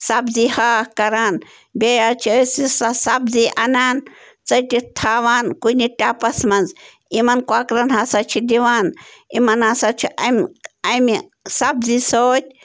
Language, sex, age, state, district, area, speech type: Kashmiri, female, 30-45, Jammu and Kashmir, Bandipora, rural, spontaneous